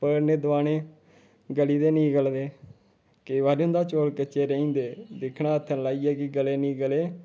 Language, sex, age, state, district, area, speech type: Dogri, male, 18-30, Jammu and Kashmir, Kathua, rural, spontaneous